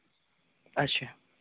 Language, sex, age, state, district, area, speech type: Urdu, male, 18-30, Uttar Pradesh, Aligarh, urban, conversation